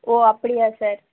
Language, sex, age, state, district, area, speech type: Tamil, female, 30-45, Tamil Nadu, Tirunelveli, urban, conversation